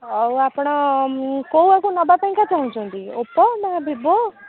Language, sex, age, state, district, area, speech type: Odia, female, 30-45, Odisha, Puri, urban, conversation